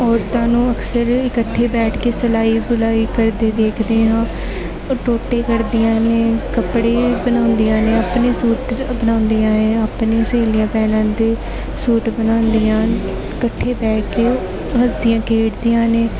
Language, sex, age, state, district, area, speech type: Punjabi, female, 18-30, Punjab, Gurdaspur, urban, spontaneous